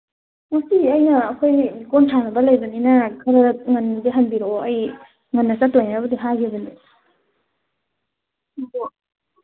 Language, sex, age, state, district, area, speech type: Manipuri, female, 18-30, Manipur, Kangpokpi, urban, conversation